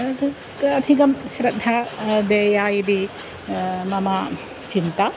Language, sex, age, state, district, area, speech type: Sanskrit, female, 45-60, Kerala, Kottayam, rural, spontaneous